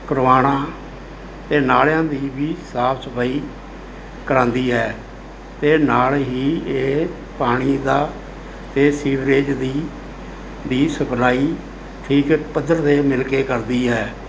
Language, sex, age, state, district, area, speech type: Punjabi, male, 60+, Punjab, Mohali, urban, spontaneous